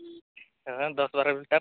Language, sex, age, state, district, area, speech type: Santali, male, 18-30, Jharkhand, East Singhbhum, rural, conversation